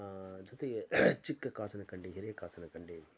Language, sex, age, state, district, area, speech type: Kannada, male, 45-60, Karnataka, Koppal, rural, spontaneous